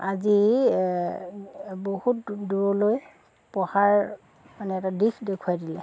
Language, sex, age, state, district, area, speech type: Assamese, female, 45-60, Assam, Dhemaji, urban, spontaneous